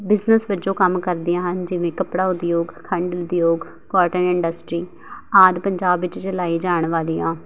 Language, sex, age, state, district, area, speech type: Punjabi, female, 18-30, Punjab, Patiala, urban, spontaneous